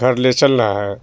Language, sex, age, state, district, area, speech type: Urdu, male, 30-45, Bihar, Madhubani, rural, spontaneous